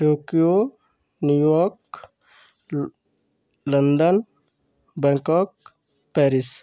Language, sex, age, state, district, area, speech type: Hindi, male, 30-45, Uttar Pradesh, Ghazipur, rural, spontaneous